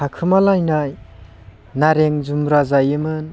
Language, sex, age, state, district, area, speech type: Bodo, male, 30-45, Assam, Baksa, urban, spontaneous